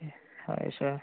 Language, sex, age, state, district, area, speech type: Assamese, male, 30-45, Assam, Goalpara, urban, conversation